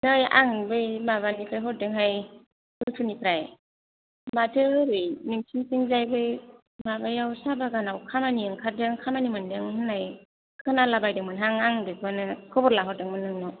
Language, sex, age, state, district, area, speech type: Bodo, female, 18-30, Assam, Kokrajhar, rural, conversation